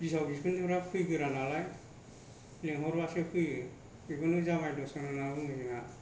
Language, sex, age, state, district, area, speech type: Bodo, male, 60+, Assam, Kokrajhar, rural, spontaneous